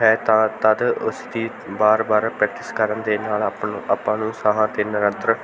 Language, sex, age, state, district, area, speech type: Punjabi, male, 18-30, Punjab, Bathinda, rural, spontaneous